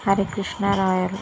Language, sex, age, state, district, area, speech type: Telugu, female, 18-30, Telangana, Karimnagar, rural, spontaneous